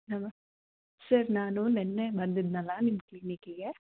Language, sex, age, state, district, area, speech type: Kannada, female, 18-30, Karnataka, Davanagere, urban, conversation